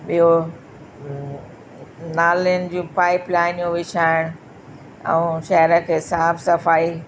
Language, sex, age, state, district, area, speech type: Sindhi, female, 60+, Uttar Pradesh, Lucknow, rural, spontaneous